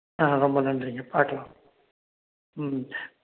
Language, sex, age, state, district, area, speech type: Tamil, male, 60+, Tamil Nadu, Salem, urban, conversation